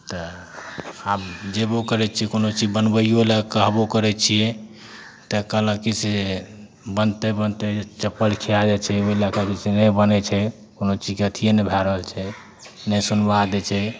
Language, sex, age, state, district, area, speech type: Maithili, male, 30-45, Bihar, Madhepura, rural, spontaneous